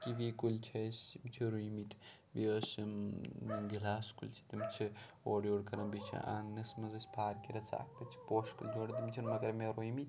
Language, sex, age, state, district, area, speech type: Kashmiri, male, 18-30, Jammu and Kashmir, Pulwama, urban, spontaneous